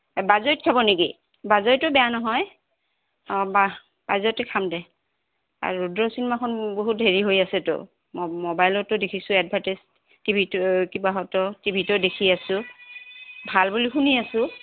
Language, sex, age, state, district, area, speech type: Assamese, female, 60+, Assam, Goalpara, urban, conversation